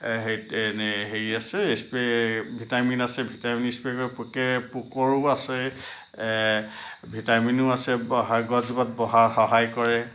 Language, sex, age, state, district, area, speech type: Assamese, male, 60+, Assam, Lakhimpur, urban, spontaneous